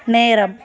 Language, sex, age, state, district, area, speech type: Tamil, female, 18-30, Tamil Nadu, Thoothukudi, rural, read